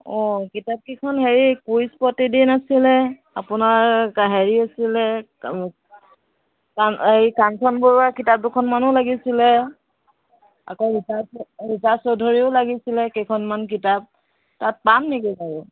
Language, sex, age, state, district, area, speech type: Assamese, female, 30-45, Assam, Jorhat, urban, conversation